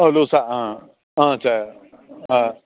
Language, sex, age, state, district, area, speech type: Tamil, male, 45-60, Tamil Nadu, Thanjavur, urban, conversation